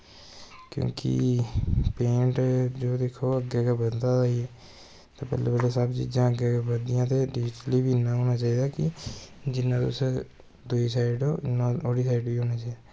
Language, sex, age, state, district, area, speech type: Dogri, male, 18-30, Jammu and Kashmir, Kathua, rural, spontaneous